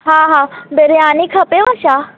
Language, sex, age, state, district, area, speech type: Sindhi, female, 18-30, Madhya Pradesh, Katni, urban, conversation